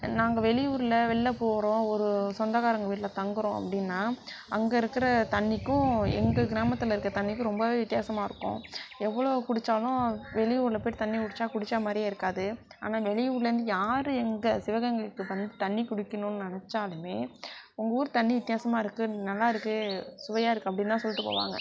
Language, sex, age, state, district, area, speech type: Tamil, female, 60+, Tamil Nadu, Sivaganga, rural, spontaneous